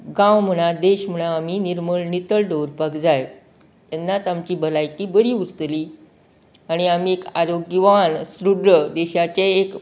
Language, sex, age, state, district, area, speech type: Goan Konkani, female, 60+, Goa, Canacona, rural, spontaneous